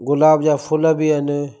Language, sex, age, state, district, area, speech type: Sindhi, male, 30-45, Gujarat, Kutch, rural, spontaneous